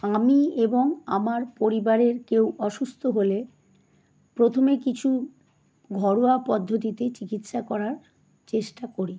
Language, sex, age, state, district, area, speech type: Bengali, female, 45-60, West Bengal, Howrah, urban, spontaneous